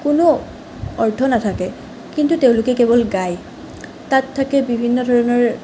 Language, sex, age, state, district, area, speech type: Assamese, female, 18-30, Assam, Nalbari, rural, spontaneous